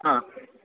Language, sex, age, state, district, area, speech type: Sanskrit, male, 30-45, Kerala, Kannur, rural, conversation